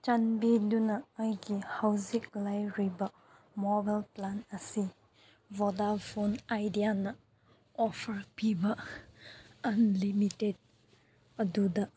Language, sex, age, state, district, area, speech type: Manipuri, female, 30-45, Manipur, Senapati, urban, read